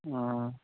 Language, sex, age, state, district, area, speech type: Dogri, male, 18-30, Jammu and Kashmir, Udhampur, rural, conversation